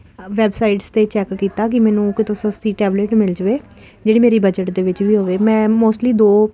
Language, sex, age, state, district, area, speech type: Punjabi, female, 30-45, Punjab, Ludhiana, urban, spontaneous